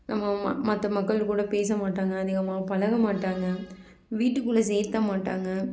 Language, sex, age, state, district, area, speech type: Tamil, female, 18-30, Tamil Nadu, Nilgiris, rural, spontaneous